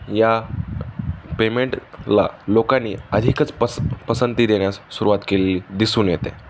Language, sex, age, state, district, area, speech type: Marathi, male, 18-30, Maharashtra, Pune, urban, spontaneous